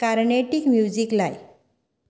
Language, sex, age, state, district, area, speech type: Goan Konkani, female, 45-60, Goa, Canacona, rural, read